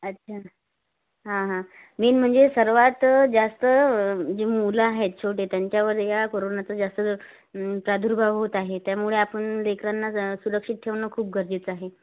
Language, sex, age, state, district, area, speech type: Marathi, female, 18-30, Maharashtra, Yavatmal, rural, conversation